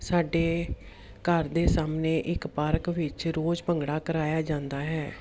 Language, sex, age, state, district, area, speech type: Punjabi, female, 30-45, Punjab, Jalandhar, urban, spontaneous